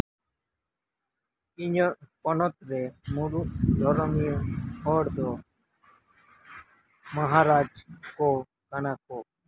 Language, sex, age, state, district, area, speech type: Santali, male, 18-30, West Bengal, Birbhum, rural, spontaneous